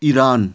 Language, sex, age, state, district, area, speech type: Nepali, male, 45-60, West Bengal, Darjeeling, rural, spontaneous